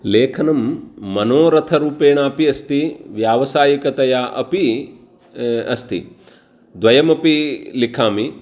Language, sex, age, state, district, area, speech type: Sanskrit, male, 45-60, Karnataka, Uttara Kannada, urban, spontaneous